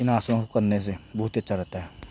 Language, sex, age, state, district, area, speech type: Hindi, male, 18-30, Rajasthan, Jaipur, urban, spontaneous